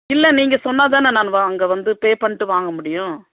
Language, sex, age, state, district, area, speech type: Tamil, female, 45-60, Tamil Nadu, Viluppuram, urban, conversation